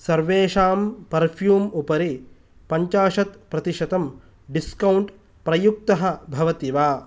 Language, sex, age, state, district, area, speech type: Sanskrit, male, 30-45, Karnataka, Kolar, rural, read